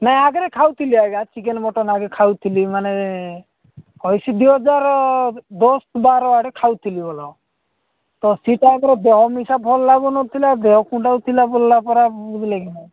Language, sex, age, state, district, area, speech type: Odia, male, 45-60, Odisha, Nabarangpur, rural, conversation